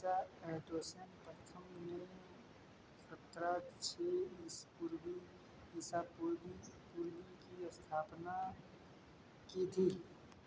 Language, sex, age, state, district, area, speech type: Hindi, male, 45-60, Uttar Pradesh, Ayodhya, rural, read